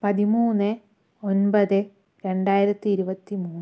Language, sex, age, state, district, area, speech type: Malayalam, female, 18-30, Kerala, Palakkad, rural, spontaneous